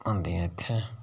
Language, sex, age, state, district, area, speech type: Dogri, male, 30-45, Jammu and Kashmir, Udhampur, rural, spontaneous